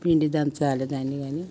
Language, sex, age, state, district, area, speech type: Telugu, female, 60+, Telangana, Peddapalli, rural, spontaneous